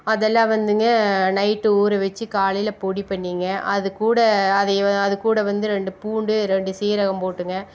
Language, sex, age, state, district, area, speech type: Tamil, female, 45-60, Tamil Nadu, Tiruppur, rural, spontaneous